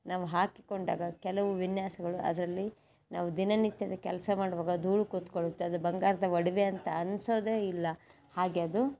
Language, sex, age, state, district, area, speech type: Kannada, female, 60+, Karnataka, Chitradurga, rural, spontaneous